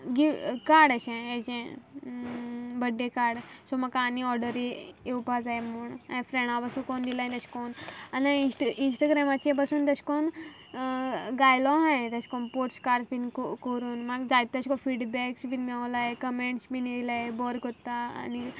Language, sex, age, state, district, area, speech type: Goan Konkani, female, 18-30, Goa, Quepem, rural, spontaneous